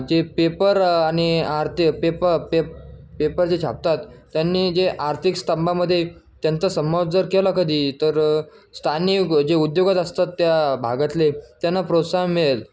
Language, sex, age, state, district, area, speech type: Marathi, male, 18-30, Maharashtra, Jalna, urban, spontaneous